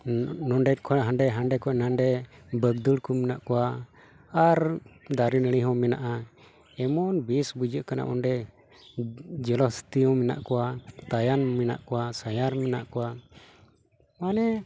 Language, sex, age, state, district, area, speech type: Santali, male, 45-60, West Bengal, Malda, rural, spontaneous